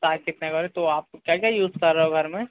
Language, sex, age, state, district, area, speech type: Hindi, male, 60+, Madhya Pradesh, Bhopal, urban, conversation